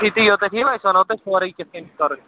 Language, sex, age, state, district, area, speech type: Kashmiri, male, 18-30, Jammu and Kashmir, Pulwama, urban, conversation